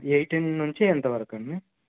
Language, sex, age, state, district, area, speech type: Telugu, male, 18-30, Andhra Pradesh, Krishna, urban, conversation